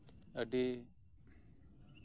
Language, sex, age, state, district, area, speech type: Santali, male, 30-45, West Bengal, Birbhum, rural, spontaneous